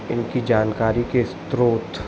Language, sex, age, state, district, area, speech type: Hindi, male, 18-30, Madhya Pradesh, Jabalpur, urban, spontaneous